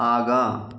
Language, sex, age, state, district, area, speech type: Maithili, male, 30-45, Bihar, Samastipur, rural, read